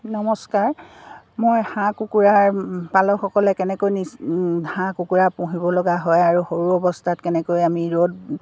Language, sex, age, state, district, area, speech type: Assamese, female, 60+, Assam, Dibrugarh, rural, spontaneous